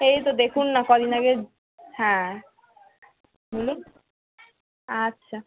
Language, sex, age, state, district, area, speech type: Bengali, female, 18-30, West Bengal, Dakshin Dinajpur, urban, conversation